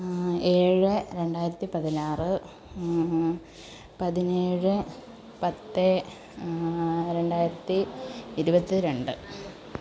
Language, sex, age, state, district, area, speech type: Malayalam, female, 18-30, Kerala, Kollam, urban, spontaneous